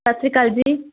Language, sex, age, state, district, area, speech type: Punjabi, female, 30-45, Punjab, Amritsar, urban, conversation